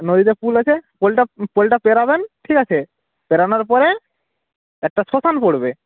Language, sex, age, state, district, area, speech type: Bengali, male, 18-30, West Bengal, Jalpaiguri, rural, conversation